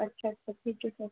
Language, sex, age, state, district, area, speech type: Marathi, female, 18-30, Maharashtra, Buldhana, rural, conversation